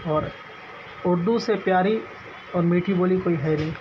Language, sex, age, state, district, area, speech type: Urdu, male, 30-45, Uttar Pradesh, Shahjahanpur, urban, spontaneous